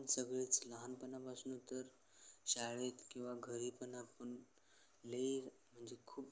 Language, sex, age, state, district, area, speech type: Marathi, male, 18-30, Maharashtra, Sangli, rural, spontaneous